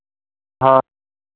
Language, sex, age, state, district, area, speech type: Hindi, male, 18-30, Bihar, Vaishali, rural, conversation